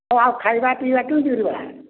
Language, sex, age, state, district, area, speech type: Odia, male, 60+, Odisha, Balangir, urban, conversation